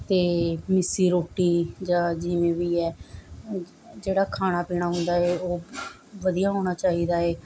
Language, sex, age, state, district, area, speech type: Punjabi, female, 45-60, Punjab, Mohali, urban, spontaneous